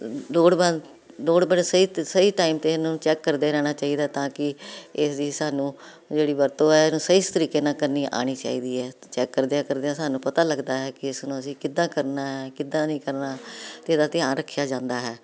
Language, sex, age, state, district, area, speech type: Punjabi, female, 60+, Punjab, Jalandhar, urban, spontaneous